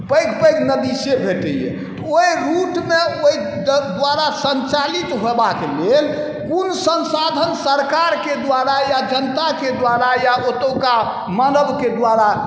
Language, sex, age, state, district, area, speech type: Maithili, male, 45-60, Bihar, Saharsa, rural, spontaneous